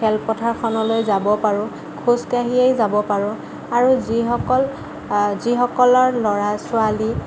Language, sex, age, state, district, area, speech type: Assamese, female, 18-30, Assam, Lakhimpur, rural, spontaneous